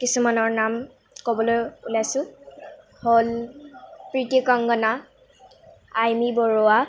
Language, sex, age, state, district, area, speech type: Assamese, female, 18-30, Assam, Nagaon, rural, spontaneous